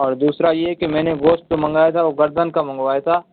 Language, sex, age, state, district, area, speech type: Urdu, male, 18-30, Uttar Pradesh, Saharanpur, urban, conversation